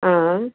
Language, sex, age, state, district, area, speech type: Sindhi, female, 60+, Uttar Pradesh, Lucknow, rural, conversation